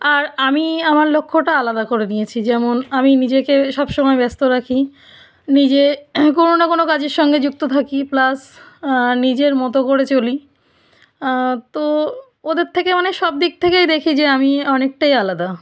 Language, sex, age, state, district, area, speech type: Bengali, female, 45-60, West Bengal, South 24 Parganas, rural, spontaneous